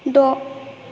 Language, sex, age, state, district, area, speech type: Bodo, female, 18-30, Assam, Baksa, rural, read